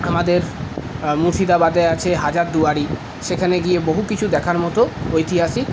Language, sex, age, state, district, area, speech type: Bengali, male, 45-60, West Bengal, Paschim Bardhaman, urban, spontaneous